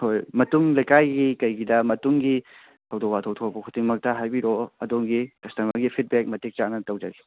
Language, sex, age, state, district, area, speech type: Manipuri, male, 18-30, Manipur, Kangpokpi, urban, conversation